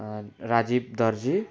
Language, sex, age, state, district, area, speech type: Nepali, male, 18-30, West Bengal, Jalpaiguri, rural, spontaneous